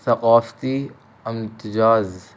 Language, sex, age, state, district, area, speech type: Urdu, male, 18-30, Delhi, North East Delhi, urban, spontaneous